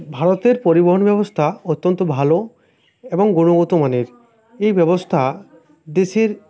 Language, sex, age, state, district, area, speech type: Bengali, male, 18-30, West Bengal, Uttar Dinajpur, rural, spontaneous